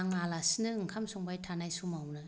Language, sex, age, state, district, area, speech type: Bodo, female, 30-45, Assam, Kokrajhar, rural, spontaneous